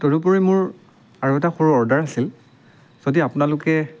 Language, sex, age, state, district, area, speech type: Assamese, male, 30-45, Assam, Dibrugarh, rural, spontaneous